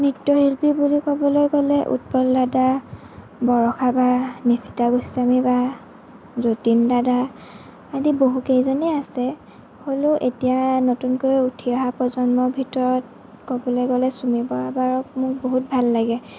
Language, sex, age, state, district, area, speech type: Assamese, female, 18-30, Assam, Lakhimpur, rural, spontaneous